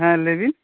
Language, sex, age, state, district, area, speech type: Santali, male, 18-30, West Bengal, Bankura, rural, conversation